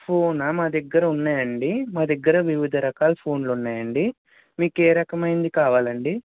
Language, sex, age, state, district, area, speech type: Telugu, male, 18-30, Andhra Pradesh, Krishna, urban, conversation